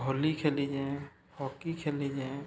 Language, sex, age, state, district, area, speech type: Odia, male, 30-45, Odisha, Subarnapur, urban, spontaneous